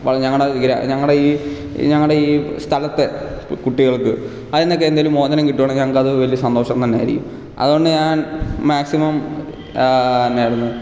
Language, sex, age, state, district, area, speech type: Malayalam, male, 18-30, Kerala, Kottayam, rural, spontaneous